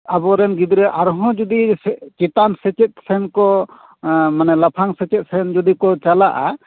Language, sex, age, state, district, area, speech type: Santali, male, 45-60, West Bengal, Paschim Bardhaman, urban, conversation